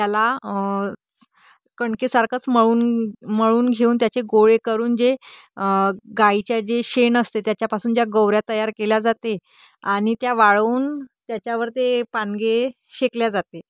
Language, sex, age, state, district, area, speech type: Marathi, female, 30-45, Maharashtra, Nagpur, urban, spontaneous